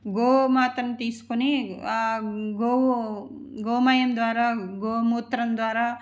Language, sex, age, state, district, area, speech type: Telugu, female, 45-60, Andhra Pradesh, Nellore, urban, spontaneous